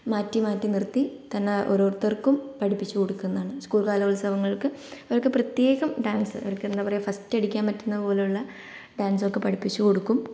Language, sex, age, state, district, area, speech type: Malayalam, female, 18-30, Kerala, Kannur, rural, spontaneous